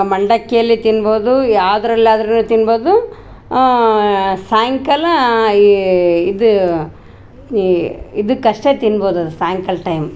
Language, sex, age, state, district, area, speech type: Kannada, female, 45-60, Karnataka, Vijayanagara, rural, spontaneous